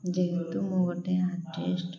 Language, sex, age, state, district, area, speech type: Odia, female, 30-45, Odisha, Koraput, urban, spontaneous